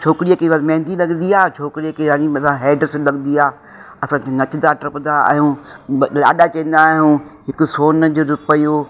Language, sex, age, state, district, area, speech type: Sindhi, female, 60+, Uttar Pradesh, Lucknow, urban, spontaneous